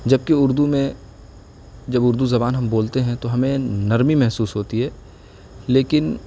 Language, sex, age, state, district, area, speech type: Urdu, male, 18-30, Uttar Pradesh, Siddharthnagar, rural, spontaneous